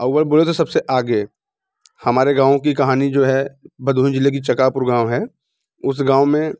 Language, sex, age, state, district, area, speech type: Hindi, male, 45-60, Uttar Pradesh, Bhadohi, urban, spontaneous